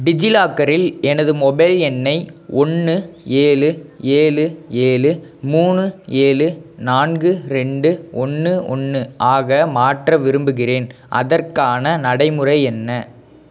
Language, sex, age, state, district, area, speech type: Tamil, male, 18-30, Tamil Nadu, Madurai, rural, read